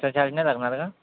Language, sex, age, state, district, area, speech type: Marathi, male, 18-30, Maharashtra, Yavatmal, rural, conversation